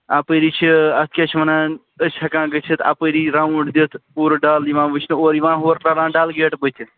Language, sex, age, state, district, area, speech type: Kashmiri, male, 45-60, Jammu and Kashmir, Srinagar, urban, conversation